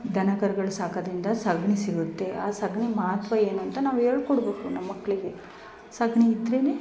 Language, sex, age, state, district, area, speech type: Kannada, female, 30-45, Karnataka, Chikkamagaluru, rural, spontaneous